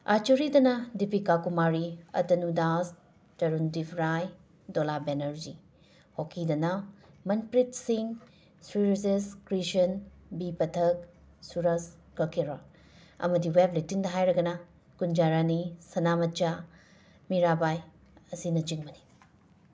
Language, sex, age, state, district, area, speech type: Manipuri, female, 30-45, Manipur, Imphal West, urban, spontaneous